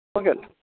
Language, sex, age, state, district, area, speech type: Malayalam, male, 45-60, Kerala, Thiruvananthapuram, rural, conversation